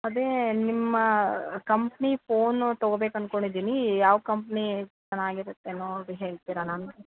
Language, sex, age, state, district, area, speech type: Kannada, female, 30-45, Karnataka, Bellary, rural, conversation